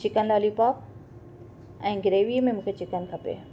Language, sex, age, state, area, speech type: Sindhi, female, 30-45, Maharashtra, urban, spontaneous